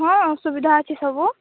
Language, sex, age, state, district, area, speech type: Odia, female, 18-30, Odisha, Sambalpur, rural, conversation